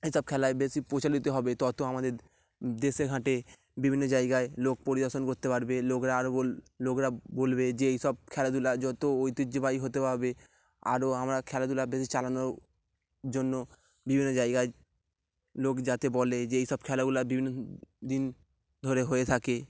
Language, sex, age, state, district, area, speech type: Bengali, male, 18-30, West Bengal, Dakshin Dinajpur, urban, spontaneous